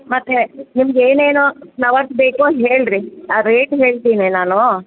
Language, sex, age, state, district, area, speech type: Kannada, female, 60+, Karnataka, Bellary, rural, conversation